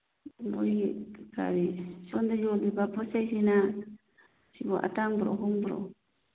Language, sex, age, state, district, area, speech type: Manipuri, female, 45-60, Manipur, Churachandpur, urban, conversation